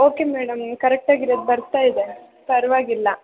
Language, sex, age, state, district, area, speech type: Kannada, female, 18-30, Karnataka, Chikkamagaluru, rural, conversation